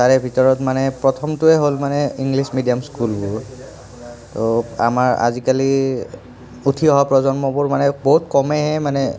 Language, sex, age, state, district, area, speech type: Assamese, male, 30-45, Assam, Nalbari, urban, spontaneous